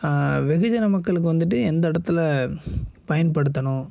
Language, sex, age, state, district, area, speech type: Tamil, male, 18-30, Tamil Nadu, Coimbatore, urban, spontaneous